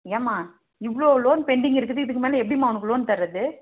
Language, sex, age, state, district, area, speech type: Tamil, female, 30-45, Tamil Nadu, Tirupattur, rural, conversation